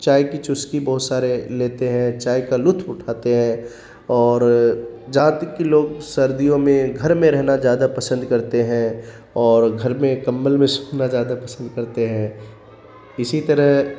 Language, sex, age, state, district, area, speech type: Urdu, male, 30-45, Bihar, Khagaria, rural, spontaneous